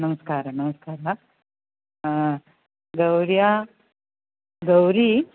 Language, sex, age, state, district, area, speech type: Sanskrit, female, 45-60, Kerala, Ernakulam, urban, conversation